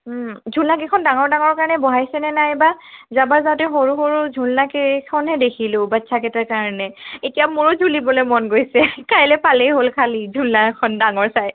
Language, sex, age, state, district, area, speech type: Assamese, female, 30-45, Assam, Sonitpur, rural, conversation